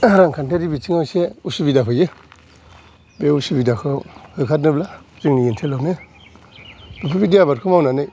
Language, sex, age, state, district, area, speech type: Bodo, male, 45-60, Assam, Kokrajhar, urban, spontaneous